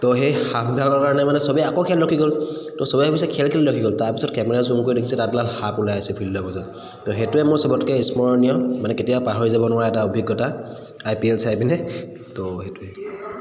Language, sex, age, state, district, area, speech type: Assamese, male, 30-45, Assam, Charaideo, urban, spontaneous